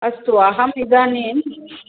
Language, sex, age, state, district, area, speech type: Sanskrit, female, 45-60, Tamil Nadu, Thanjavur, urban, conversation